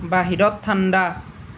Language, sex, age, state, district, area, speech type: Assamese, male, 18-30, Assam, Nalbari, rural, read